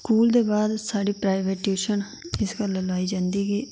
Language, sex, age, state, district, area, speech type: Dogri, female, 18-30, Jammu and Kashmir, Reasi, rural, spontaneous